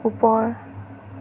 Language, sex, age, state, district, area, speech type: Assamese, female, 18-30, Assam, Sonitpur, rural, read